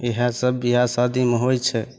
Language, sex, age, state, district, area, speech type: Maithili, male, 30-45, Bihar, Begusarai, rural, spontaneous